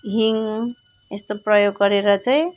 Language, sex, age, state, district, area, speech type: Nepali, female, 30-45, West Bengal, Darjeeling, rural, spontaneous